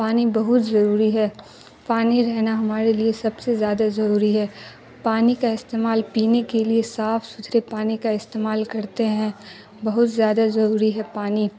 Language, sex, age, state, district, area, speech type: Urdu, female, 30-45, Bihar, Darbhanga, rural, spontaneous